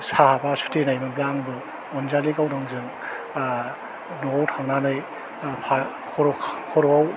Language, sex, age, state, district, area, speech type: Bodo, male, 45-60, Assam, Chirang, rural, spontaneous